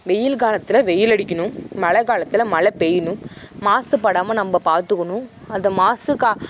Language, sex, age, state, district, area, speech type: Tamil, female, 18-30, Tamil Nadu, Thanjavur, rural, spontaneous